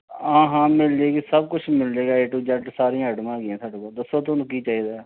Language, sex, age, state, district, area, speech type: Punjabi, male, 45-60, Punjab, Pathankot, rural, conversation